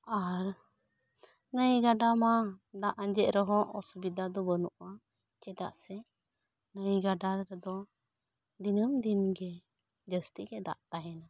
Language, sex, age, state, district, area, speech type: Santali, female, 30-45, West Bengal, Bankura, rural, spontaneous